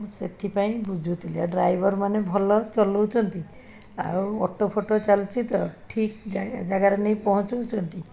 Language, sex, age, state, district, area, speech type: Odia, female, 60+, Odisha, Cuttack, urban, spontaneous